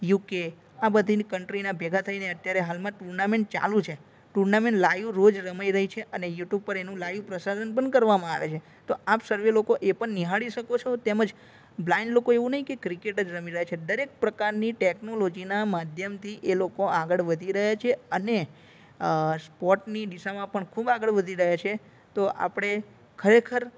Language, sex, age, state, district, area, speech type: Gujarati, male, 30-45, Gujarat, Narmada, urban, spontaneous